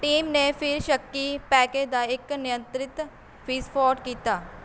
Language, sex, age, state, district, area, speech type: Punjabi, female, 18-30, Punjab, Shaheed Bhagat Singh Nagar, rural, read